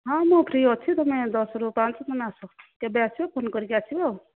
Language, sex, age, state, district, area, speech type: Odia, female, 45-60, Odisha, Jajpur, rural, conversation